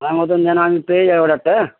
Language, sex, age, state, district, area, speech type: Bengali, male, 45-60, West Bengal, Darjeeling, rural, conversation